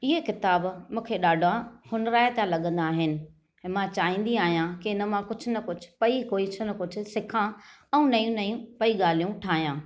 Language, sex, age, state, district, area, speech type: Sindhi, female, 45-60, Maharashtra, Thane, urban, spontaneous